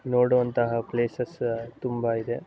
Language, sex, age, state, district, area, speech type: Kannada, male, 18-30, Karnataka, Mysore, urban, spontaneous